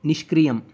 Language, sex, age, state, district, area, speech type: Sanskrit, male, 18-30, Karnataka, Mysore, urban, read